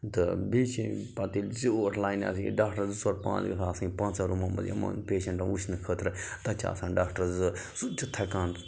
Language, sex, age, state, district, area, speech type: Kashmiri, male, 30-45, Jammu and Kashmir, Budgam, rural, spontaneous